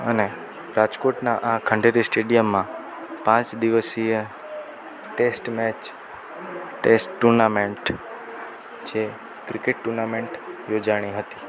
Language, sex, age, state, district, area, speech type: Gujarati, male, 18-30, Gujarat, Rajkot, rural, spontaneous